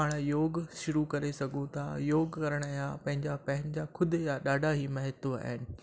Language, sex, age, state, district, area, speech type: Sindhi, male, 45-60, Rajasthan, Ajmer, rural, spontaneous